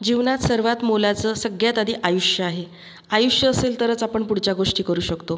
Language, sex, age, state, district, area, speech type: Marathi, female, 45-60, Maharashtra, Buldhana, rural, spontaneous